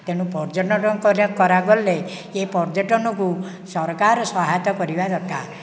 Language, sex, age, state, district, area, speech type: Odia, male, 60+, Odisha, Nayagarh, rural, spontaneous